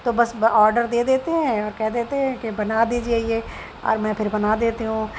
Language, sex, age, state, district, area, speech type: Urdu, female, 45-60, Uttar Pradesh, Shahjahanpur, urban, spontaneous